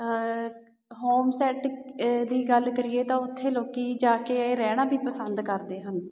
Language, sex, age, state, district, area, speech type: Punjabi, female, 30-45, Punjab, Shaheed Bhagat Singh Nagar, urban, spontaneous